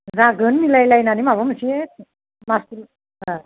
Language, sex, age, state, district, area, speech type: Bodo, female, 45-60, Assam, Udalguri, rural, conversation